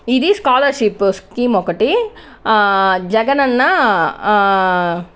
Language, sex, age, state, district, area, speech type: Telugu, other, 30-45, Andhra Pradesh, Chittoor, rural, spontaneous